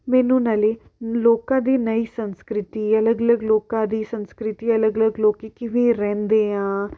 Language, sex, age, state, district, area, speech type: Punjabi, female, 18-30, Punjab, Amritsar, urban, spontaneous